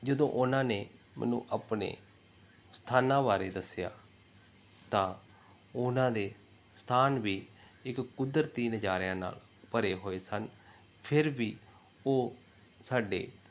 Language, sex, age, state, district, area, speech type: Punjabi, male, 30-45, Punjab, Pathankot, rural, spontaneous